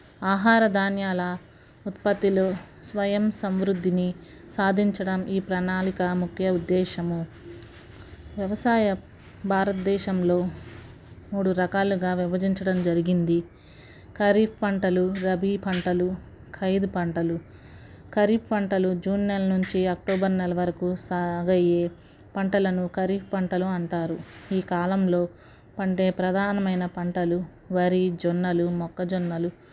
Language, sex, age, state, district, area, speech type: Telugu, female, 45-60, Andhra Pradesh, Guntur, urban, spontaneous